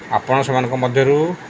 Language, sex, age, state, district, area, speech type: Odia, male, 60+, Odisha, Sundergarh, urban, spontaneous